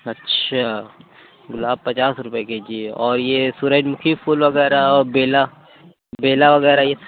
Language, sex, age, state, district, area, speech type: Urdu, male, 30-45, Uttar Pradesh, Lucknow, urban, conversation